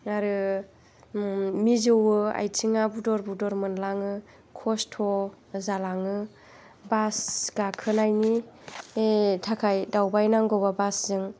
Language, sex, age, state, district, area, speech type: Bodo, female, 45-60, Assam, Chirang, rural, spontaneous